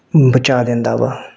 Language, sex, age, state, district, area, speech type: Punjabi, male, 45-60, Punjab, Tarn Taran, rural, spontaneous